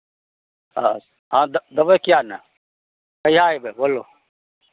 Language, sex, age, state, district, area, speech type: Maithili, male, 45-60, Bihar, Madhepura, rural, conversation